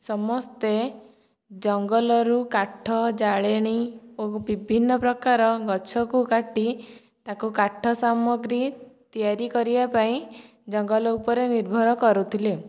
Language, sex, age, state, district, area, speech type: Odia, female, 18-30, Odisha, Dhenkanal, rural, spontaneous